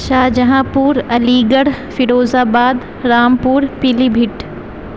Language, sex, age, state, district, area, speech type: Urdu, female, 30-45, Uttar Pradesh, Aligarh, urban, spontaneous